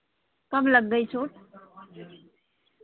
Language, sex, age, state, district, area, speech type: Hindi, female, 30-45, Madhya Pradesh, Hoshangabad, rural, conversation